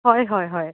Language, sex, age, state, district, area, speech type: Assamese, female, 30-45, Assam, Dibrugarh, rural, conversation